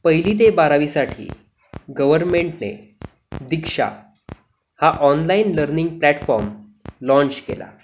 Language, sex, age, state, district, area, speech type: Marathi, male, 18-30, Maharashtra, Sindhudurg, rural, spontaneous